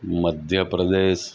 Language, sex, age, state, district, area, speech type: Gujarati, male, 45-60, Gujarat, Anand, rural, spontaneous